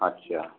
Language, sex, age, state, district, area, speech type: Hindi, male, 60+, Uttar Pradesh, Azamgarh, urban, conversation